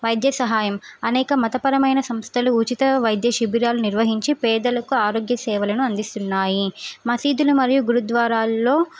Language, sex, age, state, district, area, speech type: Telugu, female, 18-30, Telangana, Suryapet, urban, spontaneous